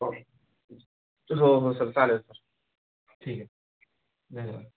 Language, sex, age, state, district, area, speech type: Marathi, male, 18-30, Maharashtra, Hingoli, urban, conversation